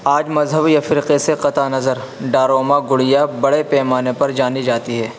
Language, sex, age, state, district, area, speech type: Urdu, male, 18-30, Uttar Pradesh, Saharanpur, urban, read